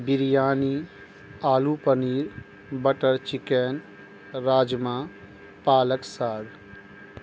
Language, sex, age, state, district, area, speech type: Urdu, male, 30-45, Bihar, Madhubani, rural, spontaneous